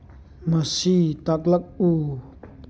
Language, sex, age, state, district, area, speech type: Manipuri, male, 45-60, Manipur, Churachandpur, rural, read